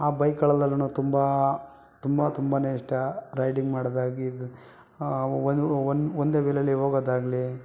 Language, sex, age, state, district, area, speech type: Kannada, male, 30-45, Karnataka, Bangalore Rural, rural, spontaneous